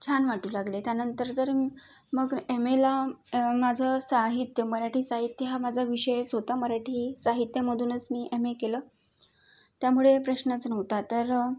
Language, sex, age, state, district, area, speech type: Marathi, female, 18-30, Maharashtra, Mumbai City, urban, spontaneous